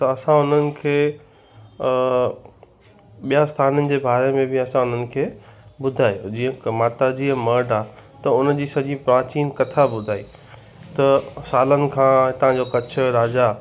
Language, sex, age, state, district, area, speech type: Sindhi, male, 18-30, Gujarat, Kutch, rural, spontaneous